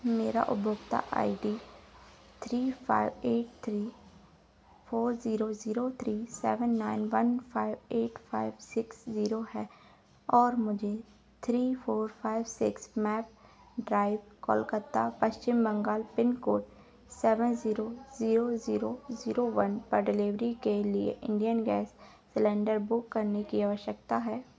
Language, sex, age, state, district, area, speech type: Hindi, female, 18-30, Madhya Pradesh, Narsinghpur, rural, read